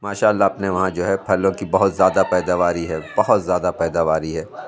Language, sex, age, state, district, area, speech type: Urdu, male, 45-60, Uttar Pradesh, Lucknow, rural, spontaneous